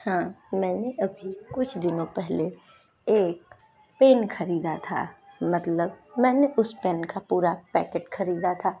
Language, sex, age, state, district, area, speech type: Hindi, female, 45-60, Uttar Pradesh, Sonbhadra, rural, spontaneous